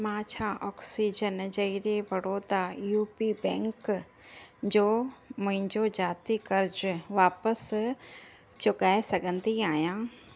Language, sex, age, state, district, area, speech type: Sindhi, female, 30-45, Maharashtra, Thane, urban, read